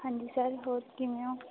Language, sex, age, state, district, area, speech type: Punjabi, female, 18-30, Punjab, Fatehgarh Sahib, rural, conversation